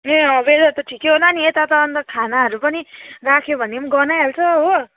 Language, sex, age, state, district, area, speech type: Nepali, female, 18-30, West Bengal, Kalimpong, rural, conversation